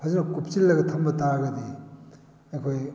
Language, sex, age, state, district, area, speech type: Manipuri, male, 60+, Manipur, Kakching, rural, spontaneous